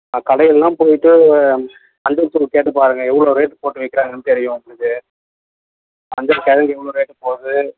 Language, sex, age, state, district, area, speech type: Tamil, male, 18-30, Tamil Nadu, Tiruvannamalai, urban, conversation